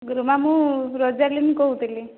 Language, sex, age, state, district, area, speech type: Odia, female, 18-30, Odisha, Dhenkanal, rural, conversation